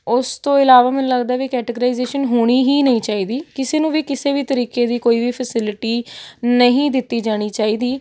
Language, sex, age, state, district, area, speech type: Punjabi, female, 18-30, Punjab, Patiala, urban, spontaneous